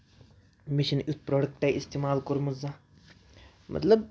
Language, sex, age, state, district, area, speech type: Kashmiri, female, 18-30, Jammu and Kashmir, Kupwara, rural, spontaneous